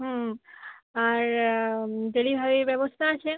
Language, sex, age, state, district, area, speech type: Bengali, female, 18-30, West Bengal, Uttar Dinajpur, urban, conversation